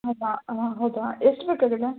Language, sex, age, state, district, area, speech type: Kannada, female, 18-30, Karnataka, Bidar, urban, conversation